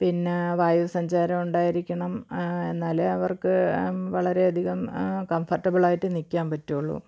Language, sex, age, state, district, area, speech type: Malayalam, female, 45-60, Kerala, Thiruvananthapuram, rural, spontaneous